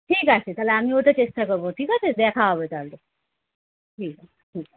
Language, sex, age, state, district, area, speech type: Bengali, female, 45-60, West Bengal, Kolkata, urban, conversation